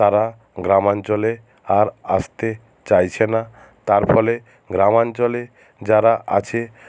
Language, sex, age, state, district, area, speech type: Bengali, male, 60+, West Bengal, Jhargram, rural, spontaneous